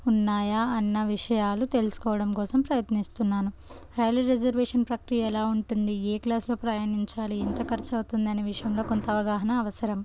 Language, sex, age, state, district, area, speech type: Telugu, female, 18-30, Telangana, Jangaon, urban, spontaneous